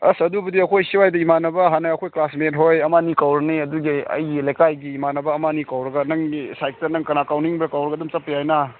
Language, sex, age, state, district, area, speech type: Manipuri, male, 45-60, Manipur, Ukhrul, rural, conversation